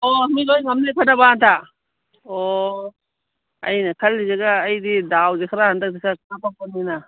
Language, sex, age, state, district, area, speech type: Manipuri, female, 45-60, Manipur, Kangpokpi, urban, conversation